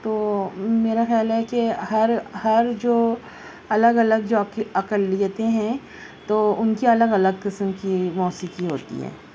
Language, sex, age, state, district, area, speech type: Urdu, female, 30-45, Maharashtra, Nashik, urban, spontaneous